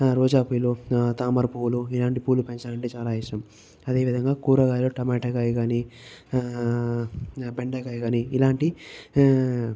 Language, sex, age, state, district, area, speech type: Telugu, male, 30-45, Andhra Pradesh, Chittoor, rural, spontaneous